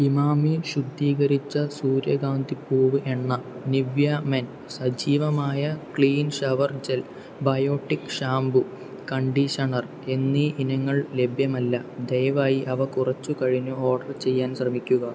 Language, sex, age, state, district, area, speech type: Malayalam, male, 18-30, Kerala, Palakkad, rural, read